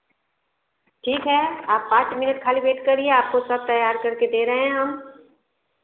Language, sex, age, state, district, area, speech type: Hindi, female, 45-60, Uttar Pradesh, Varanasi, urban, conversation